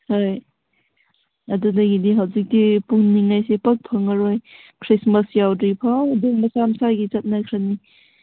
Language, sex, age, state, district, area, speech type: Manipuri, female, 18-30, Manipur, Kangpokpi, urban, conversation